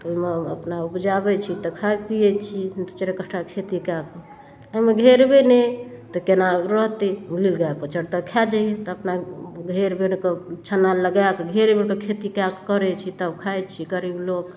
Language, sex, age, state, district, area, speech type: Maithili, female, 30-45, Bihar, Darbhanga, rural, spontaneous